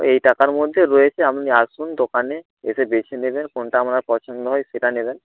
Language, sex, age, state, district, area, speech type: Bengali, male, 45-60, West Bengal, Nadia, rural, conversation